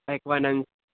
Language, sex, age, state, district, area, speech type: Gujarati, male, 18-30, Gujarat, Kheda, rural, conversation